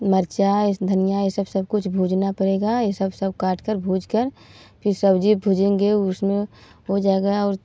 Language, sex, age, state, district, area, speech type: Hindi, female, 18-30, Uttar Pradesh, Varanasi, rural, spontaneous